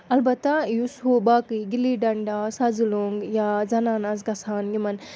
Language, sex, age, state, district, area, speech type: Kashmiri, female, 18-30, Jammu and Kashmir, Srinagar, urban, spontaneous